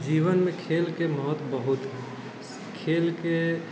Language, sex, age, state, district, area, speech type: Maithili, male, 30-45, Bihar, Sitamarhi, rural, spontaneous